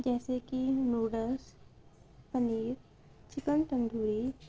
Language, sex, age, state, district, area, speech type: Urdu, female, 18-30, Uttar Pradesh, Ghaziabad, rural, spontaneous